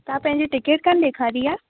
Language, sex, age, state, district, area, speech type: Sindhi, female, 18-30, Rajasthan, Ajmer, urban, conversation